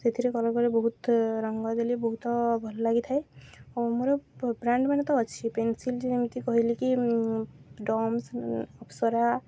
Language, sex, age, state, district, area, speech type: Odia, female, 18-30, Odisha, Subarnapur, urban, spontaneous